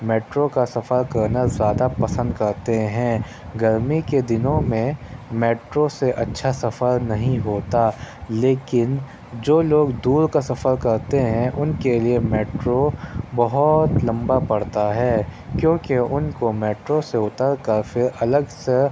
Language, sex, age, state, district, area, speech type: Urdu, male, 30-45, Delhi, Central Delhi, urban, spontaneous